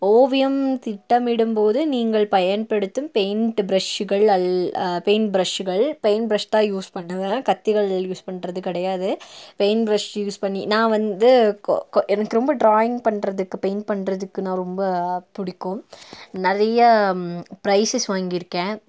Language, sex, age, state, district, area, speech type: Tamil, female, 18-30, Tamil Nadu, Nilgiris, urban, spontaneous